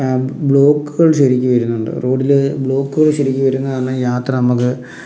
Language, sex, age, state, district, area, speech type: Malayalam, male, 45-60, Kerala, Palakkad, rural, spontaneous